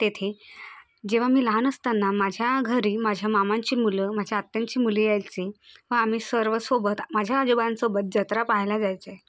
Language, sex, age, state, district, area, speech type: Marathi, female, 18-30, Maharashtra, Bhandara, rural, spontaneous